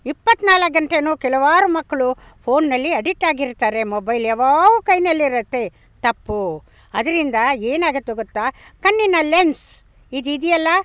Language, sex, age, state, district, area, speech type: Kannada, female, 60+, Karnataka, Bangalore Rural, rural, spontaneous